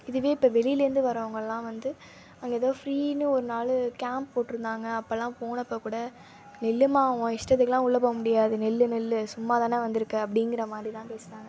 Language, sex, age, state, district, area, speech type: Tamil, female, 18-30, Tamil Nadu, Thanjavur, urban, spontaneous